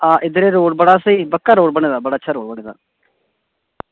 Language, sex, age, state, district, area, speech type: Dogri, male, 18-30, Jammu and Kashmir, Samba, rural, conversation